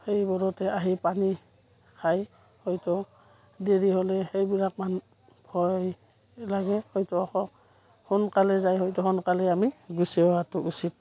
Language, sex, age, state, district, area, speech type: Assamese, female, 45-60, Assam, Udalguri, rural, spontaneous